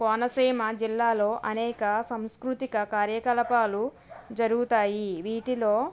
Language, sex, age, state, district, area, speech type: Telugu, female, 30-45, Andhra Pradesh, Konaseema, rural, spontaneous